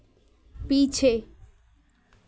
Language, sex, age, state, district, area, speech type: Hindi, female, 18-30, Madhya Pradesh, Seoni, urban, read